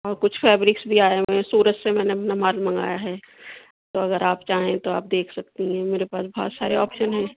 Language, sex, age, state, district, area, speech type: Urdu, female, 60+, Uttar Pradesh, Rampur, urban, conversation